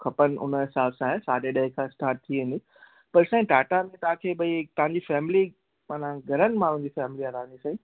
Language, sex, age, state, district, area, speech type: Sindhi, male, 18-30, Gujarat, Kutch, urban, conversation